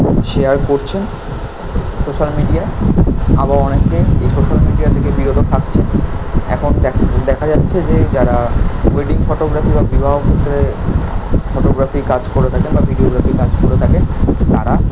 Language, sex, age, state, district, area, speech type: Bengali, male, 18-30, West Bengal, Kolkata, urban, spontaneous